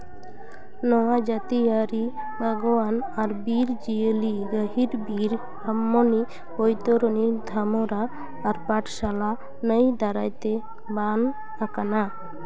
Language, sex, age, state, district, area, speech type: Santali, female, 18-30, West Bengal, Paschim Bardhaman, urban, read